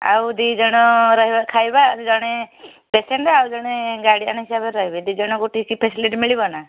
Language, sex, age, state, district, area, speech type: Odia, female, 30-45, Odisha, Kendujhar, urban, conversation